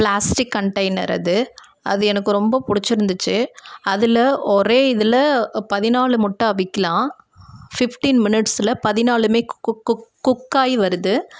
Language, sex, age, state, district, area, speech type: Tamil, female, 30-45, Tamil Nadu, Perambalur, rural, spontaneous